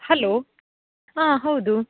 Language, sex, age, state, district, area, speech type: Kannada, female, 18-30, Karnataka, Dakshina Kannada, rural, conversation